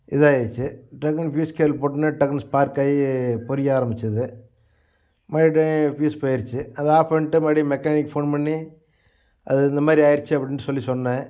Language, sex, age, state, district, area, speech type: Tamil, male, 45-60, Tamil Nadu, Namakkal, rural, spontaneous